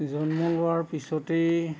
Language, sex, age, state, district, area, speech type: Assamese, male, 60+, Assam, Nagaon, rural, spontaneous